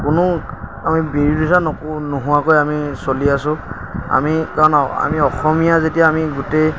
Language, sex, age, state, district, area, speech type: Assamese, male, 45-60, Assam, Lakhimpur, rural, spontaneous